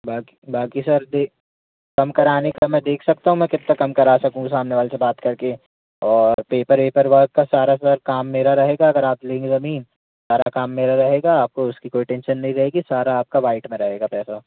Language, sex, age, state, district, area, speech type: Hindi, male, 18-30, Madhya Pradesh, Jabalpur, urban, conversation